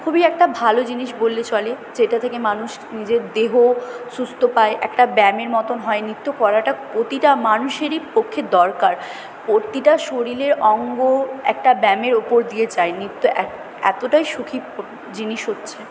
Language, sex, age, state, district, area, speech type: Bengali, female, 18-30, West Bengal, Purba Bardhaman, urban, spontaneous